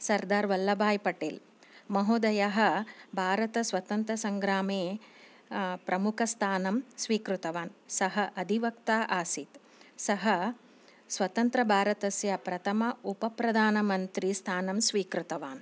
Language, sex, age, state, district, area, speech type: Sanskrit, female, 45-60, Karnataka, Shimoga, urban, spontaneous